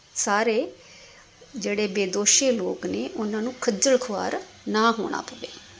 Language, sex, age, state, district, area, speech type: Punjabi, female, 45-60, Punjab, Tarn Taran, urban, spontaneous